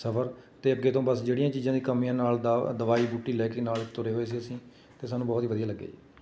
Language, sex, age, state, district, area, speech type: Punjabi, male, 30-45, Punjab, Patiala, urban, spontaneous